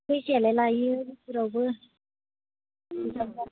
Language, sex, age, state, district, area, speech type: Bodo, male, 18-30, Assam, Udalguri, rural, conversation